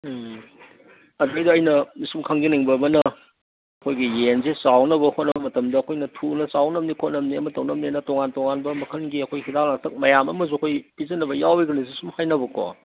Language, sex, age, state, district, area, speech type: Manipuri, male, 60+, Manipur, Imphal East, rural, conversation